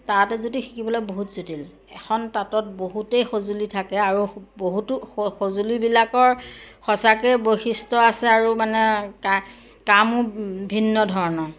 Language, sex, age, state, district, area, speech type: Assamese, female, 45-60, Assam, Majuli, rural, spontaneous